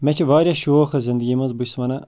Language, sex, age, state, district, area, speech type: Kashmiri, male, 30-45, Jammu and Kashmir, Bandipora, rural, spontaneous